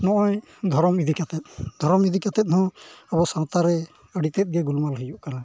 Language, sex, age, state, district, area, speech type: Santali, male, 45-60, Jharkhand, East Singhbhum, rural, spontaneous